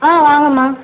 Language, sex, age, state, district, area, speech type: Tamil, female, 18-30, Tamil Nadu, Ariyalur, rural, conversation